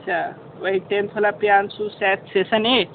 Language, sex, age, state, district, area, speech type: Hindi, male, 18-30, Uttar Pradesh, Sonbhadra, rural, conversation